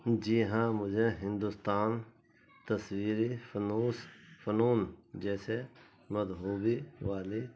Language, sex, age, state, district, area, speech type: Urdu, male, 60+, Uttar Pradesh, Muzaffarnagar, urban, spontaneous